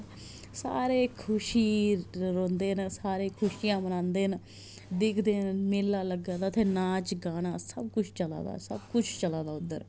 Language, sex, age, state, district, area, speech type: Dogri, female, 30-45, Jammu and Kashmir, Jammu, urban, spontaneous